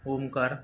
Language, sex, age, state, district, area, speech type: Marathi, male, 30-45, Maharashtra, Osmanabad, rural, spontaneous